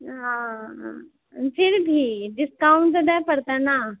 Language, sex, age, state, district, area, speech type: Maithili, female, 30-45, Bihar, Purnia, rural, conversation